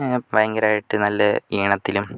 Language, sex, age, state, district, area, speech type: Malayalam, male, 45-60, Kerala, Kozhikode, urban, spontaneous